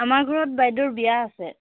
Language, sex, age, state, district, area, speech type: Assamese, female, 18-30, Assam, Dibrugarh, rural, conversation